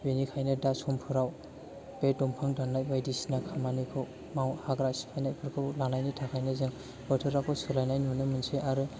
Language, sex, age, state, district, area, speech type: Bodo, male, 18-30, Assam, Chirang, urban, spontaneous